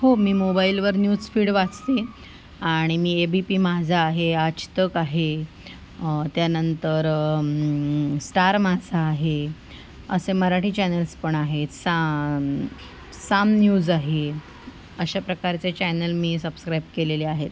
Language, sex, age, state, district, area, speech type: Marathi, female, 30-45, Maharashtra, Sindhudurg, rural, spontaneous